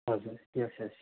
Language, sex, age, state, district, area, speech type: Nepali, male, 30-45, West Bengal, Darjeeling, rural, conversation